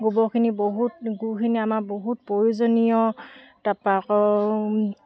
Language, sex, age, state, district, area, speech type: Assamese, female, 60+, Assam, Dibrugarh, rural, spontaneous